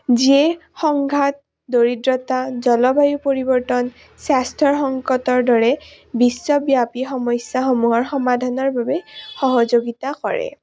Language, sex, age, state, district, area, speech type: Assamese, female, 18-30, Assam, Udalguri, rural, spontaneous